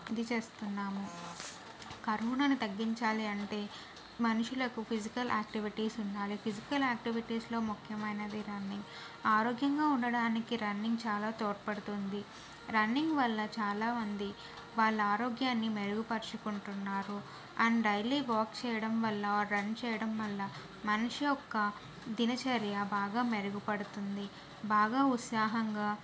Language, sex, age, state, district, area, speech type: Telugu, female, 30-45, Andhra Pradesh, N T Rama Rao, urban, spontaneous